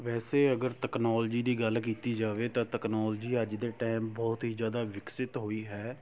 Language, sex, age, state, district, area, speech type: Punjabi, male, 60+, Punjab, Shaheed Bhagat Singh Nagar, rural, spontaneous